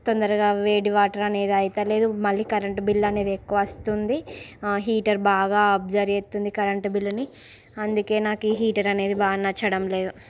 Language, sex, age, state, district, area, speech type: Telugu, female, 30-45, Andhra Pradesh, Srikakulam, urban, spontaneous